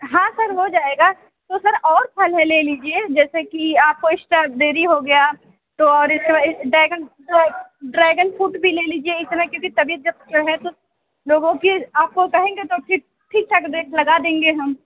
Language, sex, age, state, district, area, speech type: Hindi, female, 18-30, Uttar Pradesh, Mirzapur, urban, conversation